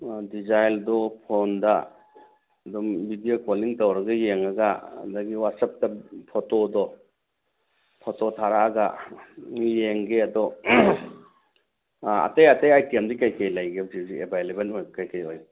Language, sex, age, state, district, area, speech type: Manipuri, male, 60+, Manipur, Churachandpur, urban, conversation